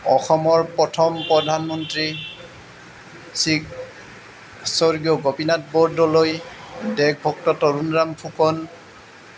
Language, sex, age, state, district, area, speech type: Assamese, male, 60+, Assam, Goalpara, urban, spontaneous